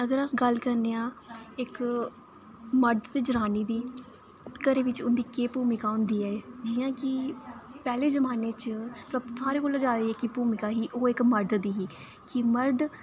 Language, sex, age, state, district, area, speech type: Dogri, female, 18-30, Jammu and Kashmir, Reasi, rural, spontaneous